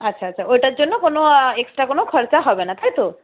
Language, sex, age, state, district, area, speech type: Bengali, female, 60+, West Bengal, Nadia, rural, conversation